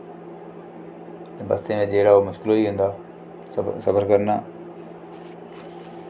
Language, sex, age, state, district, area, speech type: Dogri, male, 45-60, Jammu and Kashmir, Reasi, rural, spontaneous